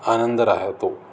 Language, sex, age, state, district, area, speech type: Marathi, male, 45-60, Maharashtra, Amravati, rural, spontaneous